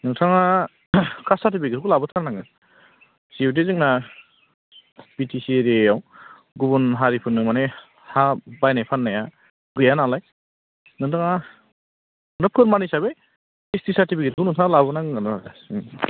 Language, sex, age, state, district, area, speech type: Bodo, male, 18-30, Assam, Baksa, rural, conversation